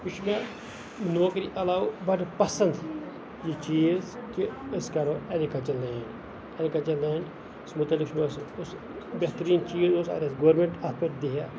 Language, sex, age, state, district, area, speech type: Kashmiri, male, 45-60, Jammu and Kashmir, Ganderbal, rural, spontaneous